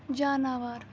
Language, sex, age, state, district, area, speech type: Kashmiri, female, 18-30, Jammu and Kashmir, Ganderbal, rural, read